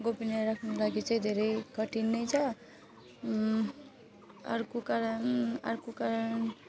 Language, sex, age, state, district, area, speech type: Nepali, female, 30-45, West Bengal, Alipurduar, rural, spontaneous